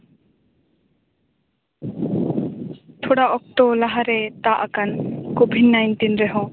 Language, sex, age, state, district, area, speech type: Santali, female, 18-30, West Bengal, Paschim Bardhaman, rural, conversation